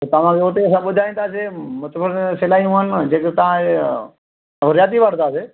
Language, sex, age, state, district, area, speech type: Sindhi, male, 60+, Delhi, South Delhi, rural, conversation